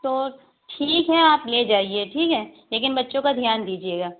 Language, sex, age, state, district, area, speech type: Urdu, female, 60+, Uttar Pradesh, Lucknow, urban, conversation